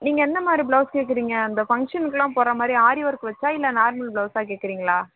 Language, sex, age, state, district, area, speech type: Tamil, female, 60+, Tamil Nadu, Sivaganga, rural, conversation